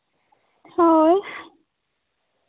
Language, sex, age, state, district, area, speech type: Santali, female, 18-30, Jharkhand, Seraikela Kharsawan, rural, conversation